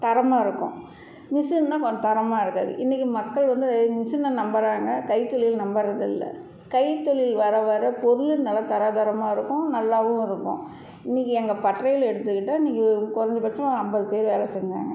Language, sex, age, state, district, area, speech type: Tamil, female, 45-60, Tamil Nadu, Salem, rural, spontaneous